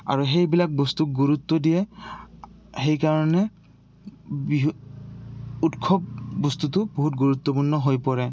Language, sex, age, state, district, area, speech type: Assamese, male, 18-30, Assam, Goalpara, rural, spontaneous